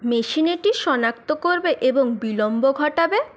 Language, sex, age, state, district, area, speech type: Bengali, female, 30-45, West Bengal, Paschim Bardhaman, urban, read